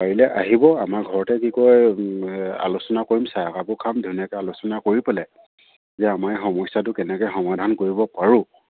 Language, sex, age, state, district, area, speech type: Assamese, male, 30-45, Assam, Sivasagar, rural, conversation